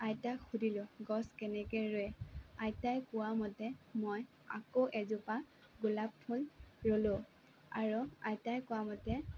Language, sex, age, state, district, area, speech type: Assamese, female, 18-30, Assam, Sonitpur, rural, spontaneous